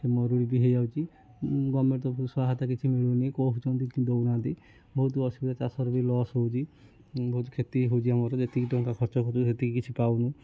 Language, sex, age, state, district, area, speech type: Odia, male, 60+, Odisha, Kendujhar, urban, spontaneous